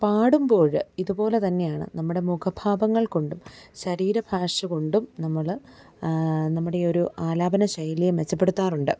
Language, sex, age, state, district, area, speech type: Malayalam, female, 30-45, Kerala, Alappuzha, rural, spontaneous